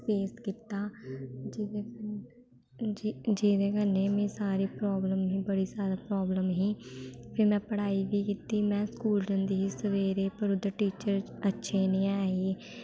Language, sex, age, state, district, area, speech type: Dogri, female, 18-30, Jammu and Kashmir, Samba, rural, spontaneous